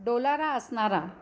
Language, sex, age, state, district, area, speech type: Marathi, female, 60+, Maharashtra, Nanded, urban, spontaneous